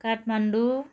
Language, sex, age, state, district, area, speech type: Nepali, female, 60+, West Bengal, Kalimpong, rural, spontaneous